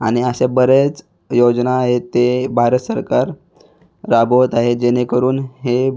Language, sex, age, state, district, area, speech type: Marathi, male, 18-30, Maharashtra, Raigad, rural, spontaneous